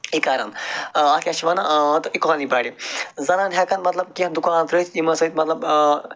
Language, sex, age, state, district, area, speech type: Kashmiri, male, 45-60, Jammu and Kashmir, Budgam, urban, spontaneous